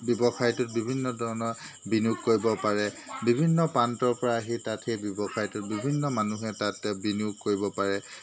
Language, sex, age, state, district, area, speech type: Assamese, male, 30-45, Assam, Jorhat, urban, spontaneous